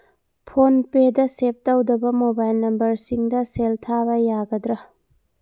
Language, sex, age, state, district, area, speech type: Manipuri, female, 30-45, Manipur, Churachandpur, urban, read